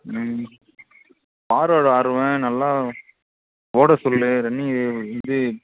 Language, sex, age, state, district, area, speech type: Tamil, male, 18-30, Tamil Nadu, Kallakurichi, rural, conversation